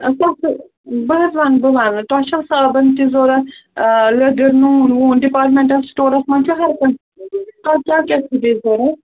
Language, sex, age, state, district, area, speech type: Kashmiri, female, 45-60, Jammu and Kashmir, Srinagar, urban, conversation